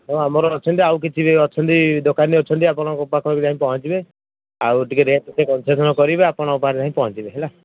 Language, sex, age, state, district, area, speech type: Odia, male, 30-45, Odisha, Kendujhar, urban, conversation